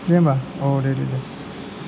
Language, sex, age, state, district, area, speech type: Bodo, male, 30-45, Assam, Chirang, rural, spontaneous